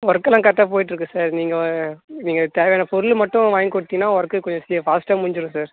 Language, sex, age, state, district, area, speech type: Tamil, male, 18-30, Tamil Nadu, Tiruvannamalai, rural, conversation